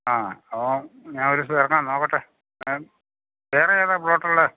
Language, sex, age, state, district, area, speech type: Malayalam, male, 60+, Kerala, Idukki, rural, conversation